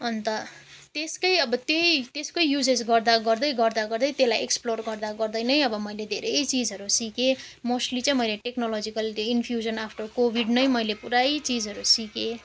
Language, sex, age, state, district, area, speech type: Nepali, female, 18-30, West Bengal, Jalpaiguri, urban, spontaneous